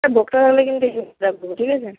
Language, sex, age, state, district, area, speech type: Bengali, female, 30-45, West Bengal, Nadia, urban, conversation